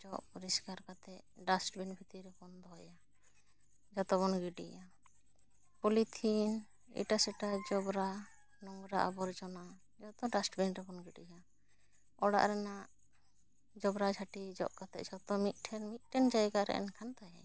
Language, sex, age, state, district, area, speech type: Santali, female, 30-45, West Bengal, Bankura, rural, spontaneous